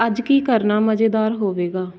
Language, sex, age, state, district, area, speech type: Punjabi, female, 18-30, Punjab, Shaheed Bhagat Singh Nagar, urban, read